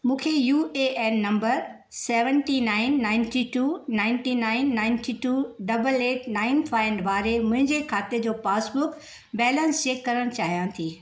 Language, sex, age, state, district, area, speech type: Sindhi, female, 60+, Maharashtra, Thane, urban, read